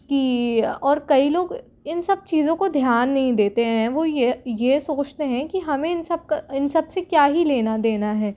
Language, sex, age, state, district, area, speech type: Hindi, female, 18-30, Madhya Pradesh, Jabalpur, urban, spontaneous